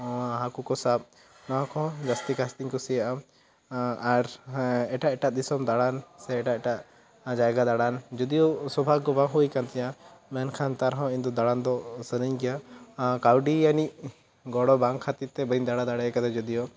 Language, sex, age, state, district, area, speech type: Santali, male, 18-30, West Bengal, Bankura, rural, spontaneous